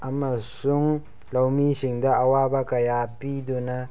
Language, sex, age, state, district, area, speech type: Manipuri, male, 18-30, Manipur, Tengnoupal, rural, spontaneous